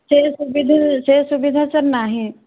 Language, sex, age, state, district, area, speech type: Odia, female, 18-30, Odisha, Kandhamal, rural, conversation